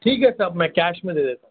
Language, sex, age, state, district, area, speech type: Urdu, male, 30-45, Telangana, Hyderabad, urban, conversation